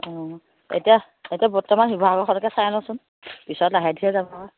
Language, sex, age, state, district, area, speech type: Assamese, female, 30-45, Assam, Sivasagar, rural, conversation